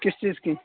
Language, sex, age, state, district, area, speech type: Urdu, male, 18-30, Bihar, Purnia, rural, conversation